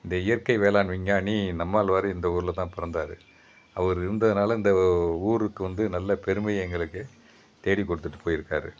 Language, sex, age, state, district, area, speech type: Tamil, male, 60+, Tamil Nadu, Thanjavur, rural, spontaneous